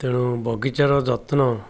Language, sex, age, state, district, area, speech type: Odia, male, 60+, Odisha, Ganjam, urban, spontaneous